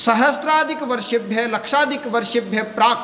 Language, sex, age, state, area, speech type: Sanskrit, male, 30-45, Rajasthan, urban, spontaneous